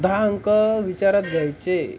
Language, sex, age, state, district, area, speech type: Marathi, male, 18-30, Maharashtra, Ahmednagar, rural, spontaneous